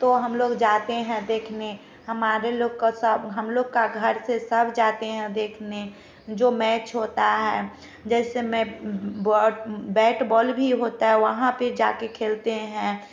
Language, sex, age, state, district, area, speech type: Hindi, female, 30-45, Bihar, Samastipur, rural, spontaneous